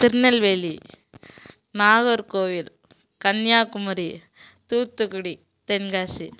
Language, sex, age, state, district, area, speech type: Tamil, female, 30-45, Tamil Nadu, Kallakurichi, urban, spontaneous